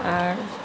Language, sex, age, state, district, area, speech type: Maithili, female, 60+, Bihar, Sitamarhi, rural, spontaneous